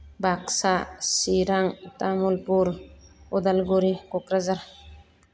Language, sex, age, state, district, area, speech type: Bodo, female, 45-60, Assam, Baksa, rural, spontaneous